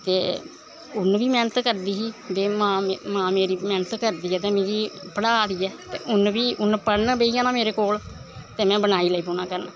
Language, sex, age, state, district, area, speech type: Dogri, female, 60+, Jammu and Kashmir, Samba, rural, spontaneous